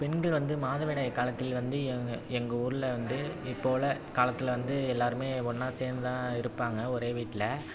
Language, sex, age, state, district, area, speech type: Tamil, male, 30-45, Tamil Nadu, Thanjavur, urban, spontaneous